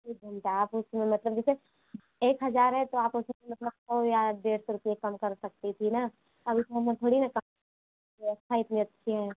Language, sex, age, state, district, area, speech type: Hindi, female, 30-45, Uttar Pradesh, Ayodhya, rural, conversation